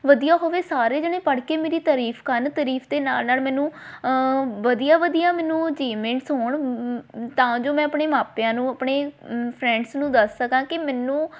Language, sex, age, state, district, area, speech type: Punjabi, female, 18-30, Punjab, Shaheed Bhagat Singh Nagar, rural, spontaneous